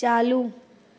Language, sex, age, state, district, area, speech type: Sindhi, female, 30-45, Maharashtra, Thane, urban, read